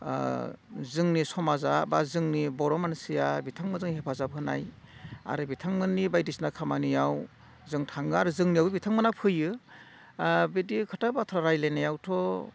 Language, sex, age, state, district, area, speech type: Bodo, male, 45-60, Assam, Udalguri, rural, spontaneous